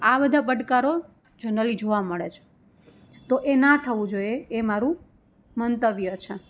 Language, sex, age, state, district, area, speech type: Gujarati, female, 30-45, Gujarat, Rajkot, rural, spontaneous